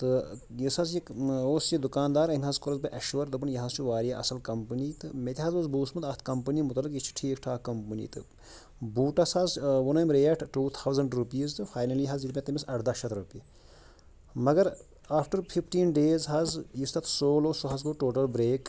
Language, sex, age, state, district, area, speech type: Kashmiri, male, 30-45, Jammu and Kashmir, Shopian, rural, spontaneous